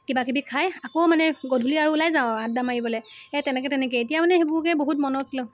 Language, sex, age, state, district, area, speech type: Assamese, female, 18-30, Assam, Sivasagar, urban, spontaneous